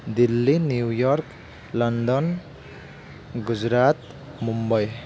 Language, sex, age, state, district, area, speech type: Assamese, male, 18-30, Assam, Kamrup Metropolitan, urban, spontaneous